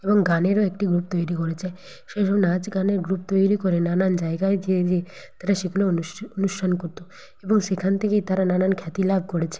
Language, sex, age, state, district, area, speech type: Bengali, female, 18-30, West Bengal, Nadia, rural, spontaneous